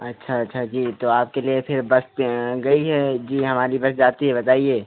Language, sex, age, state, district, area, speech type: Hindi, male, 30-45, Uttar Pradesh, Lucknow, rural, conversation